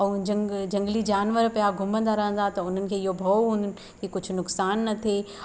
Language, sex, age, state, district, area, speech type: Sindhi, female, 30-45, Madhya Pradesh, Katni, rural, spontaneous